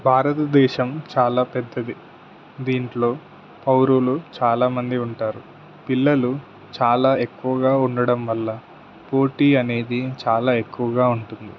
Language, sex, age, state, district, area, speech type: Telugu, male, 18-30, Telangana, Suryapet, urban, spontaneous